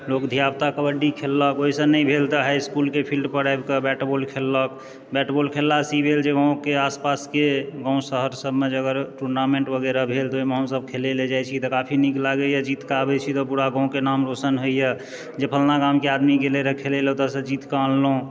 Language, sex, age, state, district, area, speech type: Maithili, male, 30-45, Bihar, Supaul, rural, spontaneous